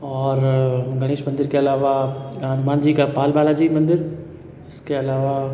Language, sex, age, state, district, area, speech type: Hindi, male, 30-45, Rajasthan, Jodhpur, urban, spontaneous